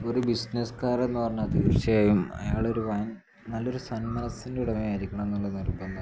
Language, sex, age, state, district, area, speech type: Malayalam, male, 18-30, Kerala, Malappuram, rural, spontaneous